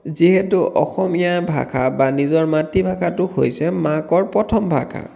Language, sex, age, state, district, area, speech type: Assamese, male, 30-45, Assam, Dhemaji, rural, spontaneous